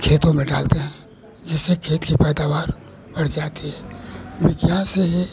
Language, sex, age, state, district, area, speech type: Hindi, male, 60+, Uttar Pradesh, Pratapgarh, rural, spontaneous